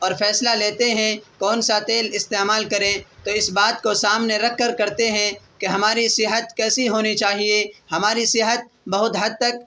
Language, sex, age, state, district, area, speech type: Urdu, male, 18-30, Bihar, Purnia, rural, spontaneous